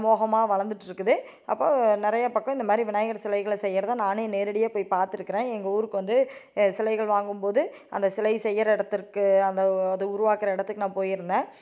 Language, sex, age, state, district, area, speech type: Tamil, female, 30-45, Tamil Nadu, Tiruppur, urban, spontaneous